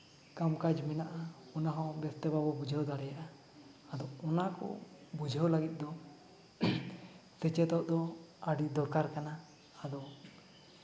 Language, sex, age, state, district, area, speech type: Santali, male, 30-45, Jharkhand, Seraikela Kharsawan, rural, spontaneous